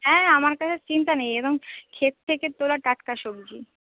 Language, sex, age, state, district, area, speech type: Bengali, female, 30-45, West Bengal, Purba Medinipur, rural, conversation